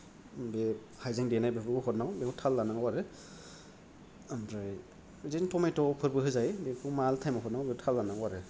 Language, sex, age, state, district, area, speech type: Bodo, male, 30-45, Assam, Kokrajhar, rural, spontaneous